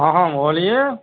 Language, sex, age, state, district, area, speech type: Urdu, male, 60+, Delhi, Central Delhi, rural, conversation